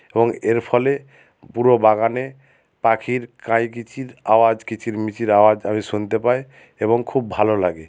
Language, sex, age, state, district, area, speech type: Bengali, male, 60+, West Bengal, Nadia, rural, spontaneous